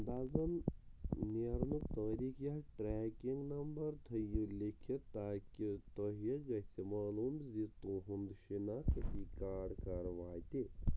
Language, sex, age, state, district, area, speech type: Kashmiri, male, 18-30, Jammu and Kashmir, Pulwama, urban, read